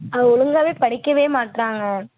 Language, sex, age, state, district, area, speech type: Tamil, female, 18-30, Tamil Nadu, Mayiladuthurai, urban, conversation